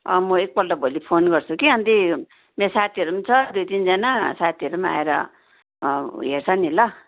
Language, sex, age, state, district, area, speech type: Nepali, female, 60+, West Bengal, Darjeeling, rural, conversation